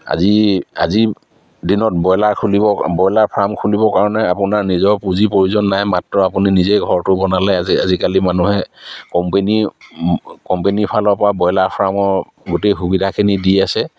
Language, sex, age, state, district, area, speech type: Assamese, male, 45-60, Assam, Charaideo, rural, spontaneous